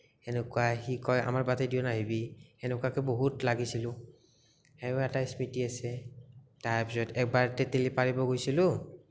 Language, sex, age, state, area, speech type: Assamese, male, 18-30, Assam, rural, spontaneous